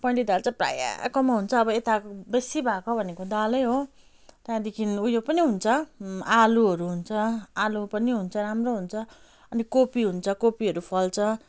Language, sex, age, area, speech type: Nepali, female, 30-45, rural, spontaneous